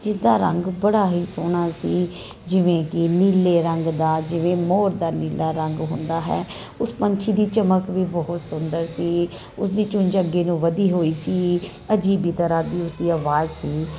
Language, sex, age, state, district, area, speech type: Punjabi, female, 30-45, Punjab, Kapurthala, urban, spontaneous